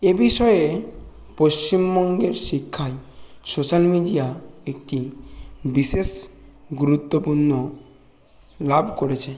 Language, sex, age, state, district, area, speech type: Bengali, male, 30-45, West Bengal, Bankura, urban, spontaneous